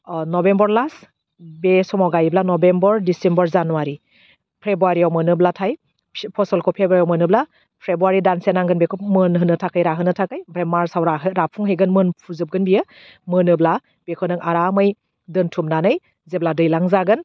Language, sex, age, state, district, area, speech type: Bodo, female, 30-45, Assam, Udalguri, urban, spontaneous